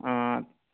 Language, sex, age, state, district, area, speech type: Santali, male, 18-30, Jharkhand, Seraikela Kharsawan, rural, conversation